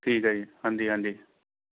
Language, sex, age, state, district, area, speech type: Punjabi, male, 30-45, Punjab, Shaheed Bhagat Singh Nagar, rural, conversation